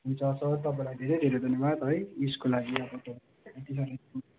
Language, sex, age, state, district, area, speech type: Nepali, male, 18-30, West Bengal, Darjeeling, rural, conversation